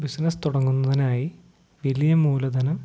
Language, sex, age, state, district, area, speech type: Malayalam, male, 45-60, Kerala, Wayanad, rural, spontaneous